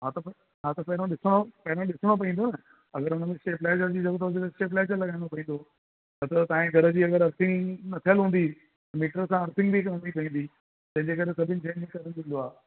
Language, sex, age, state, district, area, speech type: Sindhi, male, 30-45, Gujarat, Surat, urban, conversation